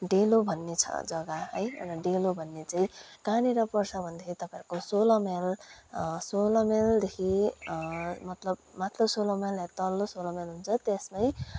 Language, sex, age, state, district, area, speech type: Nepali, male, 18-30, West Bengal, Kalimpong, rural, spontaneous